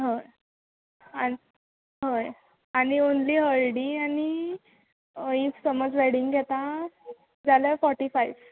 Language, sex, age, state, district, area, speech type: Goan Konkani, female, 18-30, Goa, Quepem, rural, conversation